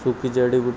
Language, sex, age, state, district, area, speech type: Hindi, male, 30-45, Madhya Pradesh, Harda, urban, spontaneous